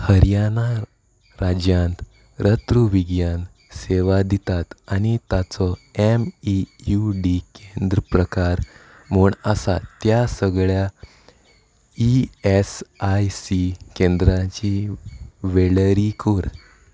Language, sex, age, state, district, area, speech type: Goan Konkani, male, 18-30, Goa, Salcete, rural, read